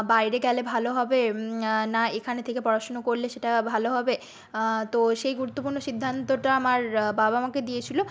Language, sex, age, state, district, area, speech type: Bengali, female, 30-45, West Bengal, Nadia, rural, spontaneous